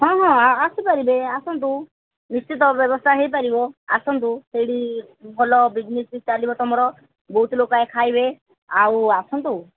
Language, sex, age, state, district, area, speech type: Odia, female, 45-60, Odisha, Sundergarh, rural, conversation